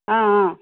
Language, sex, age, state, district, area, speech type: Tamil, female, 30-45, Tamil Nadu, Tirupattur, rural, conversation